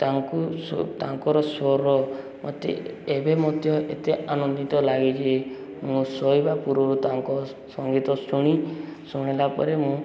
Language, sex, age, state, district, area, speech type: Odia, male, 18-30, Odisha, Subarnapur, urban, spontaneous